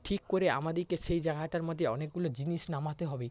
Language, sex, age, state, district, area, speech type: Bengali, male, 60+, West Bengal, Paschim Medinipur, rural, spontaneous